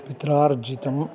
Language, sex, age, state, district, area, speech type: Sanskrit, male, 60+, Karnataka, Uttara Kannada, urban, spontaneous